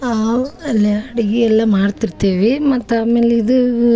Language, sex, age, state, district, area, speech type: Kannada, female, 30-45, Karnataka, Dharwad, urban, spontaneous